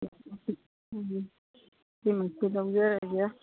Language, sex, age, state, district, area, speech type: Manipuri, female, 45-60, Manipur, Kangpokpi, urban, conversation